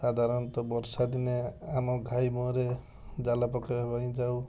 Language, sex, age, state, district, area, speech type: Odia, male, 45-60, Odisha, Balasore, rural, spontaneous